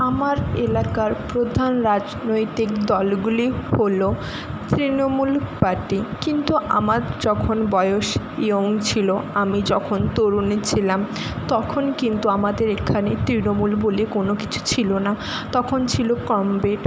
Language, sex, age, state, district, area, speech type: Bengali, female, 60+, West Bengal, Jhargram, rural, spontaneous